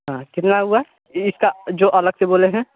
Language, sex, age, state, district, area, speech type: Hindi, male, 18-30, Uttar Pradesh, Mirzapur, rural, conversation